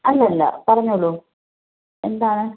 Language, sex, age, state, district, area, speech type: Malayalam, female, 30-45, Kerala, Thiruvananthapuram, rural, conversation